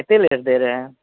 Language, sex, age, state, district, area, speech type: Maithili, female, 30-45, Bihar, Purnia, rural, conversation